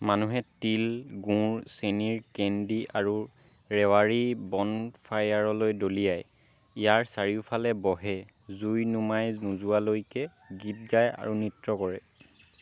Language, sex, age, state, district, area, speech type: Assamese, male, 18-30, Assam, Lakhimpur, rural, read